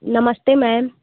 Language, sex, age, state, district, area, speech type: Hindi, female, 30-45, Uttar Pradesh, Ghazipur, rural, conversation